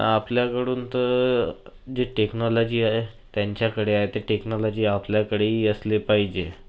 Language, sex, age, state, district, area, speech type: Marathi, male, 18-30, Maharashtra, Nagpur, urban, spontaneous